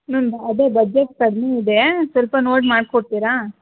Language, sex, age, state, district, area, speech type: Kannada, female, 30-45, Karnataka, Hassan, rural, conversation